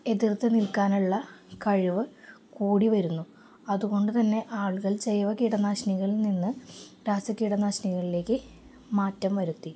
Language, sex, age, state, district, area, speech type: Malayalam, female, 45-60, Kerala, Palakkad, rural, spontaneous